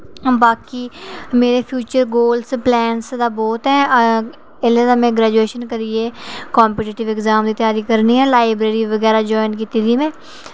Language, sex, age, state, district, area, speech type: Dogri, female, 30-45, Jammu and Kashmir, Reasi, urban, spontaneous